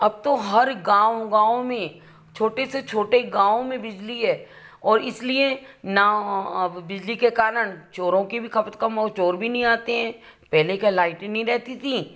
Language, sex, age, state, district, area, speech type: Hindi, female, 60+, Madhya Pradesh, Ujjain, urban, spontaneous